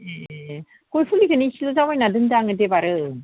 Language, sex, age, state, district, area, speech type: Bodo, female, 45-60, Assam, Baksa, rural, conversation